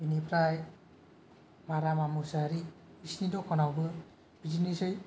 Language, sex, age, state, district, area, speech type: Bodo, male, 18-30, Assam, Kokrajhar, rural, spontaneous